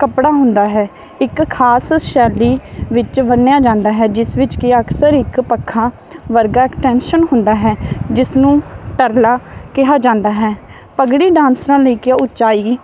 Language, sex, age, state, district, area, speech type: Punjabi, female, 18-30, Punjab, Barnala, rural, spontaneous